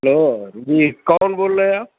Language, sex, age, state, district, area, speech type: Urdu, male, 45-60, Uttar Pradesh, Mau, urban, conversation